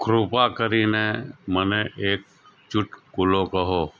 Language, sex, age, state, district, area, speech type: Gujarati, male, 45-60, Gujarat, Anand, rural, read